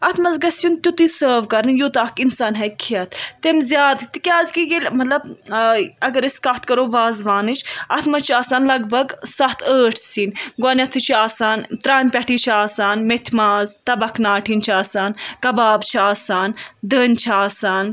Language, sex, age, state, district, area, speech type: Kashmiri, female, 18-30, Jammu and Kashmir, Budgam, rural, spontaneous